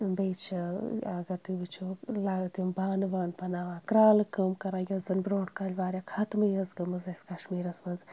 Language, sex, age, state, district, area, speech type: Kashmiri, female, 18-30, Jammu and Kashmir, Srinagar, urban, spontaneous